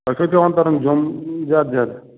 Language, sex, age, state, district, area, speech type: Kashmiri, male, 30-45, Jammu and Kashmir, Pulwama, rural, conversation